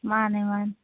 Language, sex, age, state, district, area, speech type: Manipuri, female, 18-30, Manipur, Kakching, rural, conversation